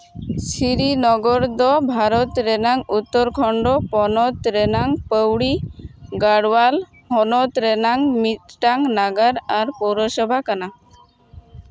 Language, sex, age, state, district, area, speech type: Santali, female, 18-30, West Bengal, Uttar Dinajpur, rural, read